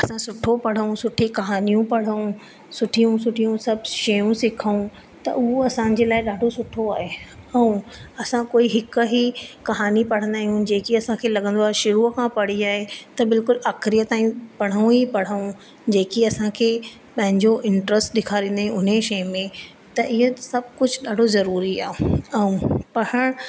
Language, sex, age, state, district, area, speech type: Sindhi, female, 30-45, Madhya Pradesh, Katni, urban, spontaneous